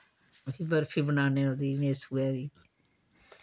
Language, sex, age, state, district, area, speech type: Dogri, female, 60+, Jammu and Kashmir, Samba, rural, spontaneous